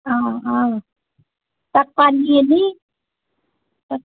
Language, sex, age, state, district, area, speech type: Assamese, female, 60+, Assam, Nalbari, rural, conversation